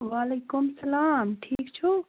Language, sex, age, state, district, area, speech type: Kashmiri, female, 18-30, Jammu and Kashmir, Kupwara, rural, conversation